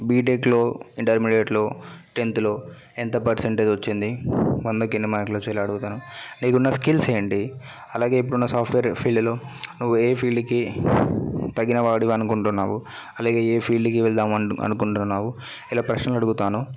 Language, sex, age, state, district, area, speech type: Telugu, male, 18-30, Telangana, Yadadri Bhuvanagiri, urban, spontaneous